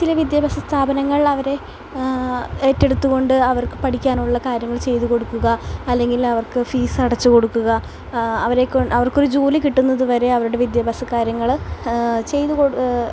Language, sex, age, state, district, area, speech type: Malayalam, female, 18-30, Kerala, Palakkad, urban, spontaneous